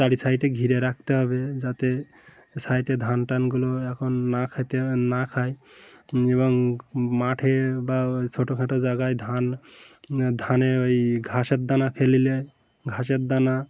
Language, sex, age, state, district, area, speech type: Bengali, male, 18-30, West Bengal, Uttar Dinajpur, urban, spontaneous